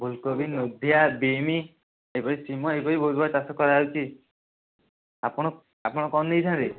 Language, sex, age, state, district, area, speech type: Odia, male, 18-30, Odisha, Kendujhar, urban, conversation